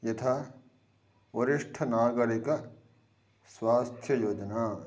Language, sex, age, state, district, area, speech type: Sanskrit, male, 30-45, Karnataka, Dharwad, urban, spontaneous